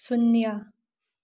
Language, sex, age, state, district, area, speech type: Manipuri, female, 18-30, Manipur, Tengnoupal, rural, read